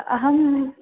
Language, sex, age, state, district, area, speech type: Sanskrit, female, 18-30, Kerala, Palakkad, urban, conversation